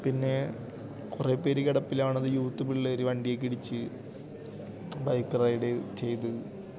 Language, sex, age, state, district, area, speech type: Malayalam, male, 18-30, Kerala, Idukki, rural, spontaneous